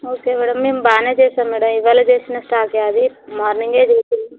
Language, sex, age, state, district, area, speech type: Telugu, female, 18-30, Andhra Pradesh, Visakhapatnam, urban, conversation